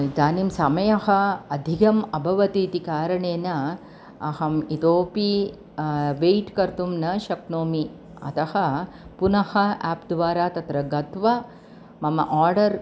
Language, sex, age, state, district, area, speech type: Sanskrit, female, 60+, Tamil Nadu, Chennai, urban, spontaneous